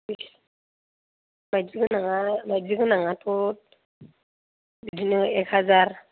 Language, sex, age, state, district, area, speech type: Bodo, female, 18-30, Assam, Kokrajhar, rural, conversation